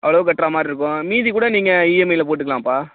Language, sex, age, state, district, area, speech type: Tamil, male, 30-45, Tamil Nadu, Tiruchirappalli, rural, conversation